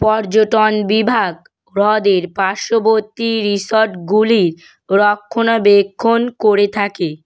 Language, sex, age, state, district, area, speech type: Bengali, female, 18-30, West Bengal, North 24 Parganas, rural, read